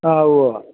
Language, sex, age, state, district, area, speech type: Malayalam, male, 60+, Kerala, Idukki, rural, conversation